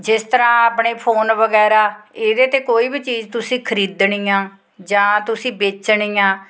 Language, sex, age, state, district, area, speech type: Punjabi, female, 45-60, Punjab, Fatehgarh Sahib, rural, spontaneous